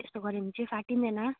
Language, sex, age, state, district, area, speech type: Nepali, female, 18-30, West Bengal, Alipurduar, urban, conversation